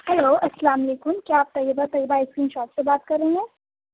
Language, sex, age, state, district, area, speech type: Urdu, female, 18-30, Uttar Pradesh, Aligarh, urban, conversation